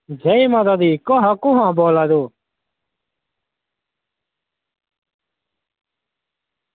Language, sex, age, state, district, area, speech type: Dogri, male, 30-45, Jammu and Kashmir, Reasi, rural, conversation